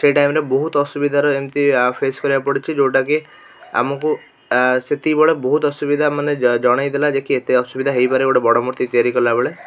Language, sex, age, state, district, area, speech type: Odia, male, 18-30, Odisha, Cuttack, urban, spontaneous